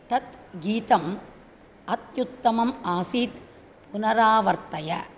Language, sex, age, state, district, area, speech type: Sanskrit, female, 60+, Tamil Nadu, Chennai, urban, read